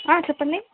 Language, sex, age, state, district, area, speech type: Telugu, female, 18-30, Andhra Pradesh, Kurnool, urban, conversation